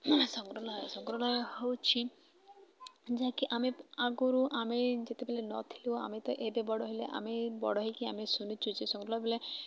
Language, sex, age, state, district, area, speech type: Odia, female, 18-30, Odisha, Malkangiri, urban, spontaneous